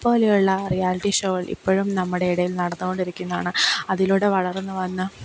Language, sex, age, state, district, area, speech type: Malayalam, female, 18-30, Kerala, Pathanamthitta, rural, spontaneous